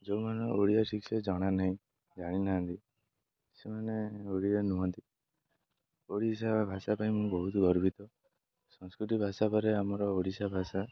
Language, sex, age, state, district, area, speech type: Odia, male, 18-30, Odisha, Jagatsinghpur, rural, spontaneous